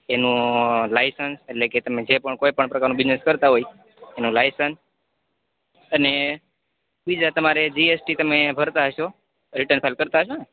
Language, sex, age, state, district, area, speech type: Gujarati, male, 30-45, Gujarat, Rajkot, rural, conversation